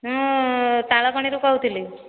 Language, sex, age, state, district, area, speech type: Odia, female, 30-45, Odisha, Nayagarh, rural, conversation